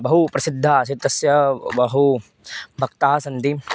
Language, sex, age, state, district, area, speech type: Sanskrit, male, 18-30, Madhya Pradesh, Chhindwara, urban, spontaneous